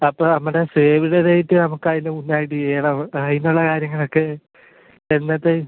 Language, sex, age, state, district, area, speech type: Malayalam, male, 18-30, Kerala, Alappuzha, rural, conversation